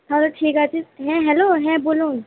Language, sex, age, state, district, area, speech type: Bengali, female, 18-30, West Bengal, Purba Bardhaman, urban, conversation